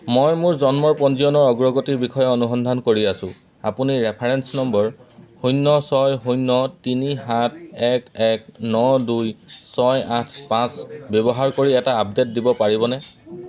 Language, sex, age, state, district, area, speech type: Assamese, male, 30-45, Assam, Golaghat, rural, read